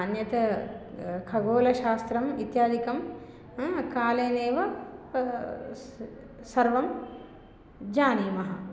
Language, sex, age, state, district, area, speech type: Sanskrit, female, 30-45, Telangana, Hyderabad, urban, spontaneous